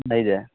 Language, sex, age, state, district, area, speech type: Kannada, male, 60+, Karnataka, Bangalore Rural, urban, conversation